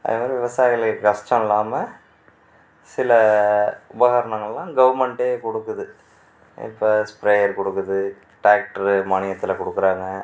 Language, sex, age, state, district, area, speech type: Tamil, male, 45-60, Tamil Nadu, Mayiladuthurai, rural, spontaneous